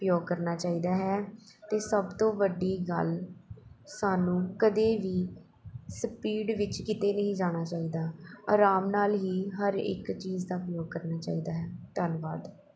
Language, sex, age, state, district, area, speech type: Punjabi, female, 18-30, Punjab, Pathankot, urban, spontaneous